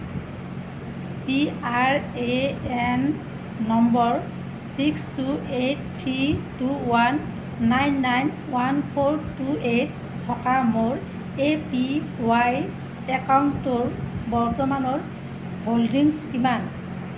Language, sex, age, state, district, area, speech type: Assamese, female, 30-45, Assam, Nalbari, rural, read